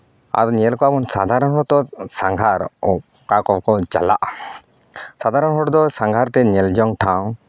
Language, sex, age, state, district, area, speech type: Santali, male, 30-45, Jharkhand, East Singhbhum, rural, spontaneous